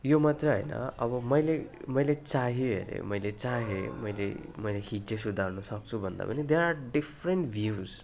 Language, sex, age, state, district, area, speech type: Nepali, male, 30-45, West Bengal, Darjeeling, rural, spontaneous